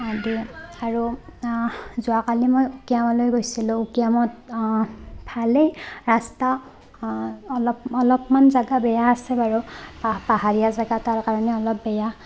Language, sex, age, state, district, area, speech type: Assamese, female, 18-30, Assam, Barpeta, rural, spontaneous